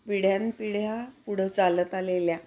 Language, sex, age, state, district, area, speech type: Marathi, female, 60+, Maharashtra, Pune, urban, spontaneous